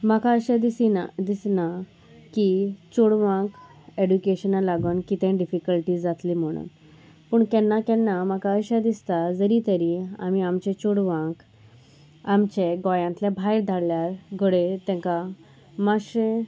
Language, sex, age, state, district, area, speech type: Goan Konkani, female, 30-45, Goa, Salcete, rural, spontaneous